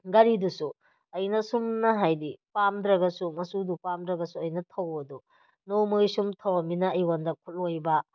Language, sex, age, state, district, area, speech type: Manipuri, female, 30-45, Manipur, Kakching, rural, spontaneous